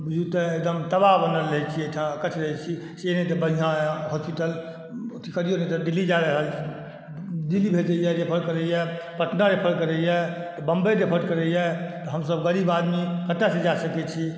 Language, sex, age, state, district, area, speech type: Maithili, male, 45-60, Bihar, Saharsa, rural, spontaneous